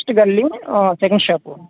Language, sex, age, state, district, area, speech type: Telugu, male, 18-30, Telangana, Khammam, urban, conversation